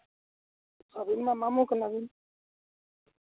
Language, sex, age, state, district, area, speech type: Santali, male, 45-60, Jharkhand, East Singhbhum, rural, conversation